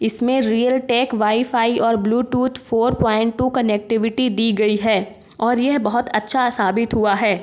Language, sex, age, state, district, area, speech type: Hindi, female, 18-30, Madhya Pradesh, Ujjain, urban, spontaneous